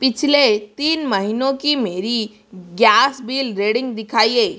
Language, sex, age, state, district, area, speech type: Hindi, female, 18-30, Rajasthan, Jodhpur, rural, read